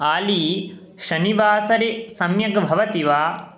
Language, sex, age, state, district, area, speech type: Sanskrit, male, 18-30, West Bengal, Purba Medinipur, rural, read